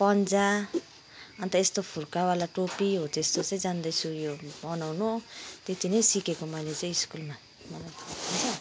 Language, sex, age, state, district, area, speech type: Nepali, female, 45-60, West Bengal, Kalimpong, rural, spontaneous